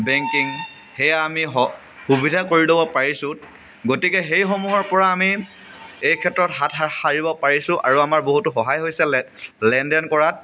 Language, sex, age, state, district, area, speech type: Assamese, male, 18-30, Assam, Dibrugarh, rural, spontaneous